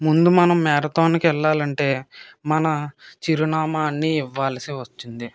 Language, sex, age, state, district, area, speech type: Telugu, male, 18-30, Andhra Pradesh, Kakinada, rural, spontaneous